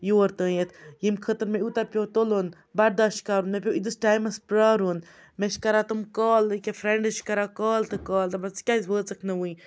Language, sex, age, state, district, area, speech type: Kashmiri, female, 30-45, Jammu and Kashmir, Baramulla, rural, spontaneous